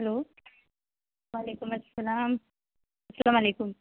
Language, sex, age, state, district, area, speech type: Urdu, female, 18-30, Uttar Pradesh, Mirzapur, rural, conversation